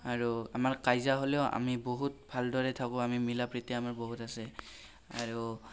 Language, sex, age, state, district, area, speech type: Assamese, male, 18-30, Assam, Barpeta, rural, spontaneous